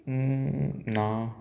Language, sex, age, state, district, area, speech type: Goan Konkani, male, 18-30, Goa, Murmgao, rural, spontaneous